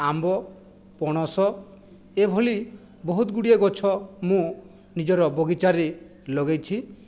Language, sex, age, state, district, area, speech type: Odia, male, 45-60, Odisha, Jajpur, rural, spontaneous